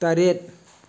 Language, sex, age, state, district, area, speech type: Manipuri, male, 30-45, Manipur, Thoubal, rural, read